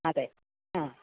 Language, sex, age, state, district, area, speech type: Malayalam, female, 60+, Kerala, Alappuzha, rural, conversation